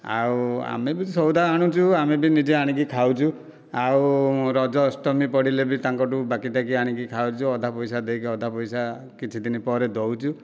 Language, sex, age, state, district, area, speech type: Odia, male, 45-60, Odisha, Dhenkanal, rural, spontaneous